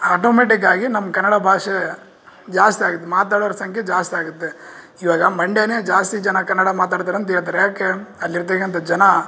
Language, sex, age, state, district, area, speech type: Kannada, male, 18-30, Karnataka, Bellary, rural, spontaneous